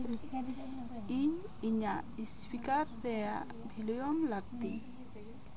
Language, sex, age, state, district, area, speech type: Santali, female, 30-45, West Bengal, Bankura, rural, read